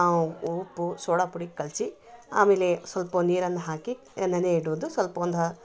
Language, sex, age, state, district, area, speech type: Kannada, female, 60+, Karnataka, Koppal, rural, spontaneous